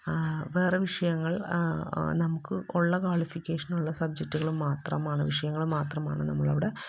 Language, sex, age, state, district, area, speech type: Malayalam, female, 30-45, Kerala, Ernakulam, rural, spontaneous